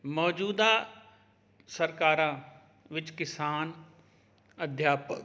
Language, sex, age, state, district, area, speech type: Punjabi, male, 30-45, Punjab, Jalandhar, urban, spontaneous